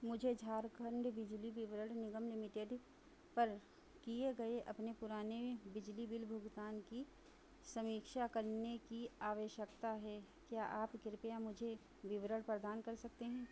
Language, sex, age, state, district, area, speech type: Hindi, female, 45-60, Uttar Pradesh, Sitapur, rural, read